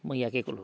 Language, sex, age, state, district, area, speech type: Assamese, male, 45-60, Assam, Dhemaji, urban, spontaneous